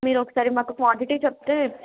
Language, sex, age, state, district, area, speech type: Telugu, female, 18-30, Telangana, Adilabad, urban, conversation